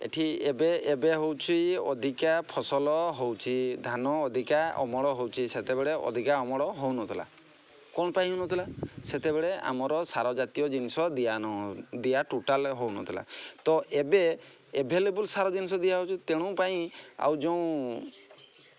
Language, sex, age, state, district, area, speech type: Odia, male, 30-45, Odisha, Mayurbhanj, rural, spontaneous